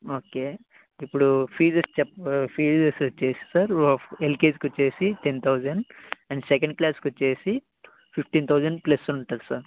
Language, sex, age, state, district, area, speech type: Telugu, male, 18-30, Andhra Pradesh, Annamaya, rural, conversation